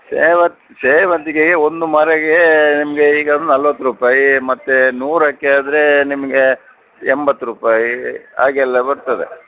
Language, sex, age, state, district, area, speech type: Kannada, male, 60+, Karnataka, Dakshina Kannada, rural, conversation